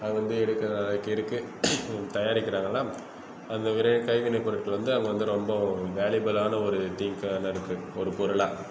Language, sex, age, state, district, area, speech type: Tamil, male, 18-30, Tamil Nadu, Viluppuram, urban, spontaneous